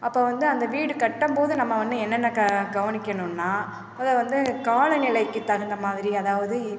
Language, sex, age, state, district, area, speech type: Tamil, female, 30-45, Tamil Nadu, Perambalur, rural, spontaneous